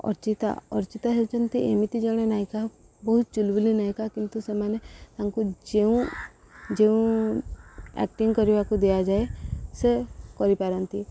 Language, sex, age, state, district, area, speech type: Odia, female, 45-60, Odisha, Subarnapur, urban, spontaneous